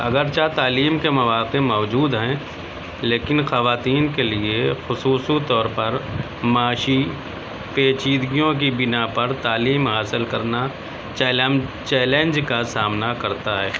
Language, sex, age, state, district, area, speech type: Urdu, male, 60+, Uttar Pradesh, Shahjahanpur, rural, spontaneous